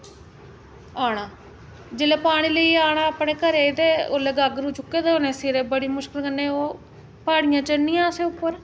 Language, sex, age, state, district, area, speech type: Dogri, female, 30-45, Jammu and Kashmir, Jammu, urban, spontaneous